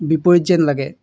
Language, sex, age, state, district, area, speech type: Assamese, male, 18-30, Assam, Golaghat, urban, spontaneous